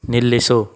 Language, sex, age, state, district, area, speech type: Kannada, male, 45-60, Karnataka, Chikkaballapur, rural, read